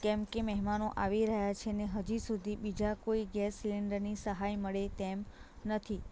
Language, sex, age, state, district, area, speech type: Gujarati, female, 18-30, Gujarat, Anand, rural, spontaneous